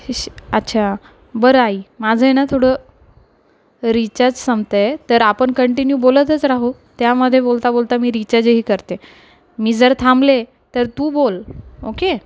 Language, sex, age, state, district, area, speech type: Marathi, female, 30-45, Maharashtra, Nanded, urban, spontaneous